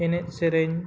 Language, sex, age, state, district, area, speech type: Santali, male, 18-30, Jharkhand, East Singhbhum, rural, spontaneous